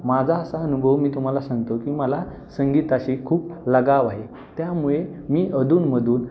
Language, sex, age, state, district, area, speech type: Marathi, male, 18-30, Maharashtra, Pune, urban, spontaneous